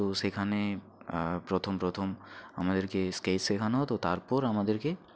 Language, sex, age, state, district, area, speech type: Bengali, male, 60+, West Bengal, Purba Medinipur, rural, spontaneous